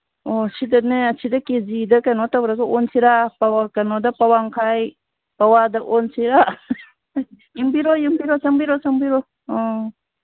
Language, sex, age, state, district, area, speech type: Manipuri, female, 60+, Manipur, Imphal East, rural, conversation